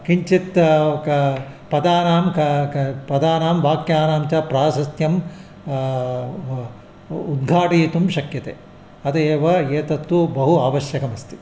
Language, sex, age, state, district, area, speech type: Sanskrit, male, 60+, Andhra Pradesh, Visakhapatnam, urban, spontaneous